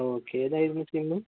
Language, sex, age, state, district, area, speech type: Malayalam, male, 18-30, Kerala, Malappuram, rural, conversation